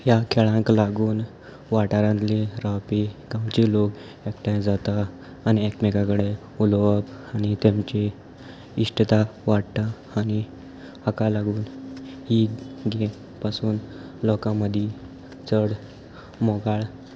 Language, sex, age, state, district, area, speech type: Goan Konkani, male, 18-30, Goa, Salcete, rural, spontaneous